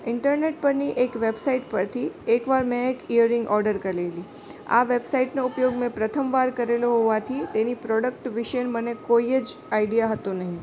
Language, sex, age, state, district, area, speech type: Gujarati, female, 18-30, Gujarat, Morbi, urban, spontaneous